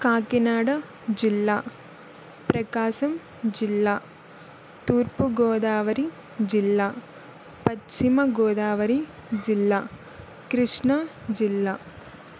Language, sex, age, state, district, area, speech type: Telugu, female, 18-30, Andhra Pradesh, Kakinada, urban, spontaneous